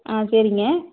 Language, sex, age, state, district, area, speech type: Tamil, female, 18-30, Tamil Nadu, Namakkal, rural, conversation